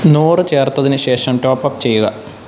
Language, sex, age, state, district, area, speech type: Malayalam, male, 18-30, Kerala, Pathanamthitta, rural, read